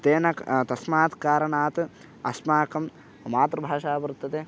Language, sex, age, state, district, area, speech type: Sanskrit, male, 18-30, Karnataka, Bagalkot, rural, spontaneous